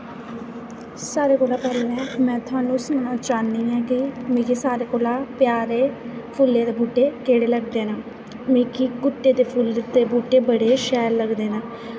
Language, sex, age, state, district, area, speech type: Dogri, female, 18-30, Jammu and Kashmir, Kathua, rural, spontaneous